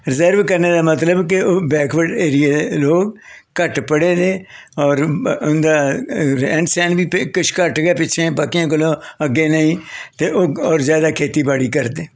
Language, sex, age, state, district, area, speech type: Dogri, male, 60+, Jammu and Kashmir, Jammu, urban, spontaneous